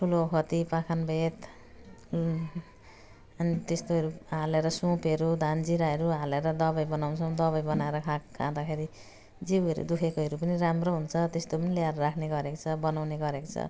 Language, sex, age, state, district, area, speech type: Nepali, female, 60+, West Bengal, Jalpaiguri, urban, spontaneous